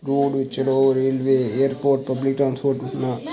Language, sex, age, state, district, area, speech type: Dogri, male, 18-30, Jammu and Kashmir, Udhampur, rural, spontaneous